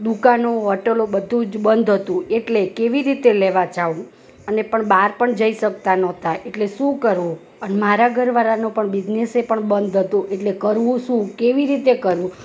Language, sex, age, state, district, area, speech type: Gujarati, female, 30-45, Gujarat, Rajkot, rural, spontaneous